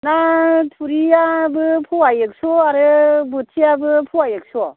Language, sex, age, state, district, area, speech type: Bodo, female, 45-60, Assam, Baksa, rural, conversation